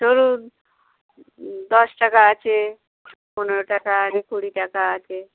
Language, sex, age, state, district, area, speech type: Bengali, female, 60+, West Bengal, Dakshin Dinajpur, rural, conversation